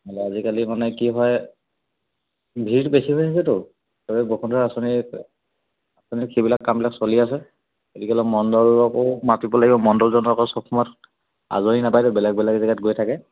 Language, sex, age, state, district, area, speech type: Assamese, male, 30-45, Assam, Lakhimpur, urban, conversation